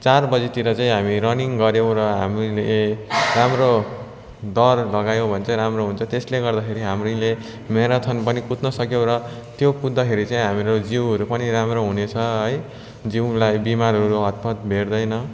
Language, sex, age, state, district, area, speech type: Nepali, male, 18-30, West Bengal, Darjeeling, rural, spontaneous